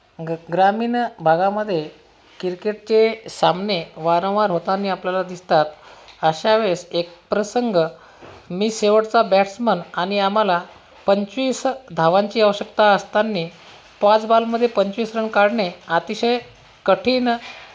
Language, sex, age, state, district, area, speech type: Marathi, male, 30-45, Maharashtra, Washim, rural, spontaneous